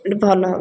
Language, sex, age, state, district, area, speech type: Odia, female, 30-45, Odisha, Puri, urban, spontaneous